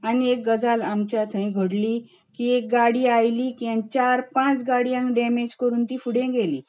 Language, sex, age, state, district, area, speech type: Goan Konkani, female, 45-60, Goa, Bardez, urban, spontaneous